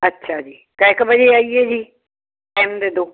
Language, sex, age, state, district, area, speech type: Punjabi, female, 60+, Punjab, Barnala, rural, conversation